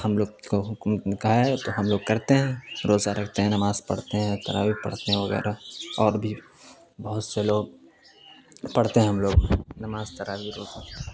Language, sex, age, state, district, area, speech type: Urdu, male, 18-30, Bihar, Khagaria, rural, spontaneous